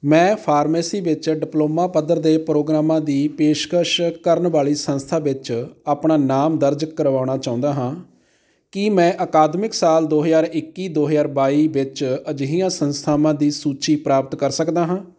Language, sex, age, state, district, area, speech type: Punjabi, male, 30-45, Punjab, Amritsar, rural, read